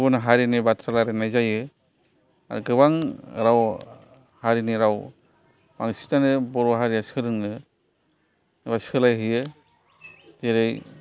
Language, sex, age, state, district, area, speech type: Bodo, male, 45-60, Assam, Kokrajhar, rural, spontaneous